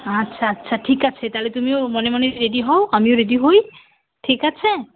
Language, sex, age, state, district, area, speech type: Bengali, female, 30-45, West Bengal, Alipurduar, rural, conversation